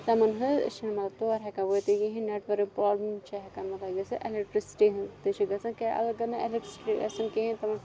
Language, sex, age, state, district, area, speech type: Kashmiri, female, 18-30, Jammu and Kashmir, Kupwara, rural, spontaneous